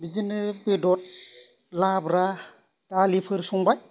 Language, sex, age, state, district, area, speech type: Bodo, male, 45-60, Assam, Kokrajhar, rural, spontaneous